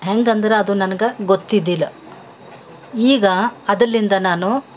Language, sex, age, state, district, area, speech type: Kannada, female, 60+, Karnataka, Bidar, urban, spontaneous